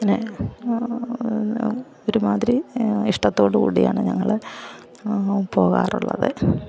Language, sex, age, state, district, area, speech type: Malayalam, female, 60+, Kerala, Alappuzha, rural, spontaneous